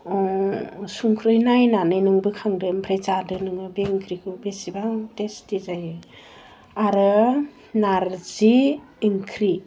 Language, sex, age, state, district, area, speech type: Bodo, female, 30-45, Assam, Udalguri, rural, spontaneous